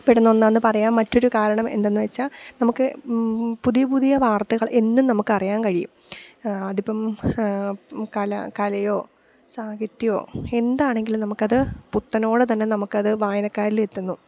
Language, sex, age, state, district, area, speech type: Malayalam, female, 30-45, Kerala, Idukki, rural, spontaneous